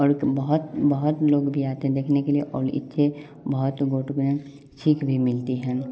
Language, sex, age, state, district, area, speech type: Hindi, male, 18-30, Bihar, Samastipur, rural, spontaneous